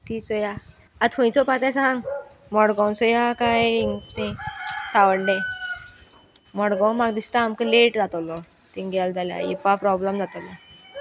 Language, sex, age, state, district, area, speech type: Goan Konkani, female, 18-30, Goa, Sanguem, rural, spontaneous